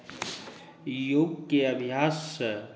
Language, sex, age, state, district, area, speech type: Maithili, male, 30-45, Bihar, Saharsa, urban, spontaneous